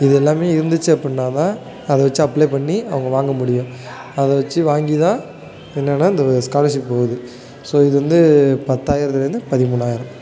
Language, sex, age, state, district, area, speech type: Tamil, male, 18-30, Tamil Nadu, Nagapattinam, rural, spontaneous